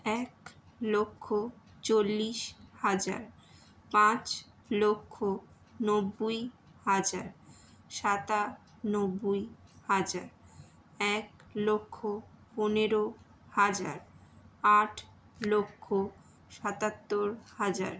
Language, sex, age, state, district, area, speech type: Bengali, female, 18-30, West Bengal, Howrah, urban, spontaneous